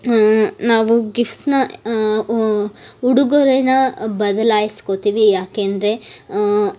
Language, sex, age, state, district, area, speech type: Kannada, female, 18-30, Karnataka, Tumkur, rural, spontaneous